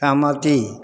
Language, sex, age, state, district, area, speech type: Maithili, male, 60+, Bihar, Samastipur, rural, read